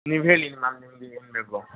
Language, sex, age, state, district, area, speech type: Kannada, male, 18-30, Karnataka, Mysore, urban, conversation